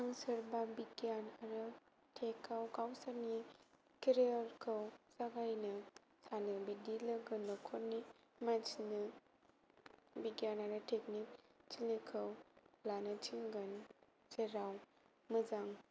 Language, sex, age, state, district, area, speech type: Bodo, female, 18-30, Assam, Kokrajhar, rural, spontaneous